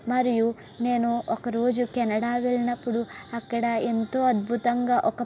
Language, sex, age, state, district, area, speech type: Telugu, female, 45-60, Andhra Pradesh, East Godavari, rural, spontaneous